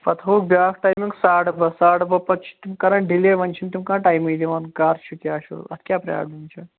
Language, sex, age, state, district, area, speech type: Kashmiri, male, 45-60, Jammu and Kashmir, Shopian, urban, conversation